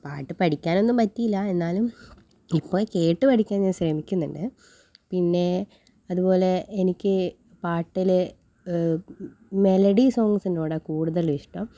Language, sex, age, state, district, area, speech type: Malayalam, female, 18-30, Kerala, Kannur, rural, spontaneous